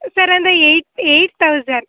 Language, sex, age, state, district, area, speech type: Kannada, female, 18-30, Karnataka, Chamarajanagar, rural, conversation